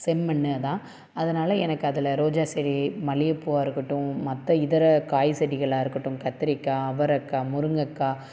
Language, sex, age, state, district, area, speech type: Tamil, female, 30-45, Tamil Nadu, Tiruppur, urban, spontaneous